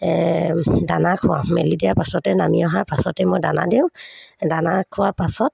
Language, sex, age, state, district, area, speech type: Assamese, female, 30-45, Assam, Sivasagar, rural, spontaneous